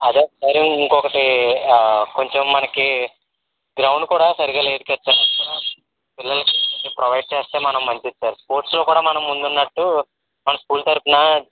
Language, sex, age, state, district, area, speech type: Telugu, male, 18-30, Andhra Pradesh, N T Rama Rao, rural, conversation